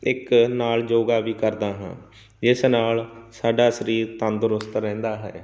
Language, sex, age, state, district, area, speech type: Punjabi, male, 45-60, Punjab, Barnala, rural, spontaneous